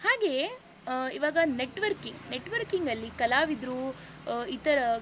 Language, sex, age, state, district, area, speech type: Kannada, female, 18-30, Karnataka, Shimoga, rural, spontaneous